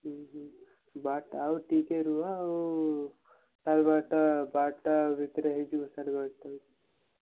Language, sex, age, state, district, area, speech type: Odia, male, 18-30, Odisha, Malkangiri, urban, conversation